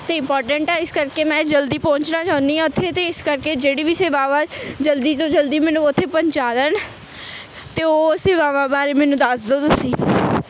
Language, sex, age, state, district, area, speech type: Punjabi, female, 18-30, Punjab, Tarn Taran, urban, spontaneous